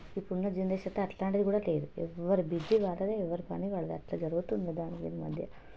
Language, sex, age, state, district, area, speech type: Telugu, female, 30-45, Telangana, Hanamkonda, rural, spontaneous